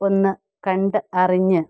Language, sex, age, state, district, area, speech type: Malayalam, female, 45-60, Kerala, Pathanamthitta, rural, spontaneous